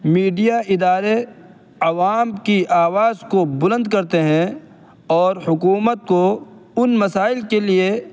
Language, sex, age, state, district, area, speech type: Urdu, male, 18-30, Uttar Pradesh, Saharanpur, urban, spontaneous